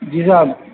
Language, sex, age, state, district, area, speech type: Urdu, male, 60+, Uttar Pradesh, Rampur, urban, conversation